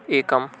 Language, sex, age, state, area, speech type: Sanskrit, male, 18-30, Madhya Pradesh, urban, read